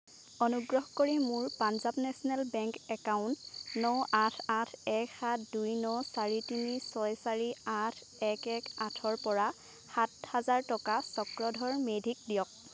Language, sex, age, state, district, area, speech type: Assamese, female, 18-30, Assam, Lakhimpur, rural, read